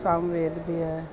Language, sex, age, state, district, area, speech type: Sindhi, female, 45-60, Delhi, South Delhi, urban, spontaneous